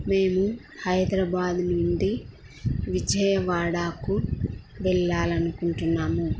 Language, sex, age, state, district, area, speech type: Telugu, female, 30-45, Andhra Pradesh, Kurnool, rural, spontaneous